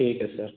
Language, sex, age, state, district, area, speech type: Hindi, male, 18-30, Bihar, Samastipur, urban, conversation